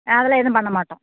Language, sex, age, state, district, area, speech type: Tamil, female, 45-60, Tamil Nadu, Namakkal, rural, conversation